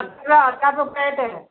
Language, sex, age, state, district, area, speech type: Gujarati, female, 60+, Gujarat, Kheda, rural, conversation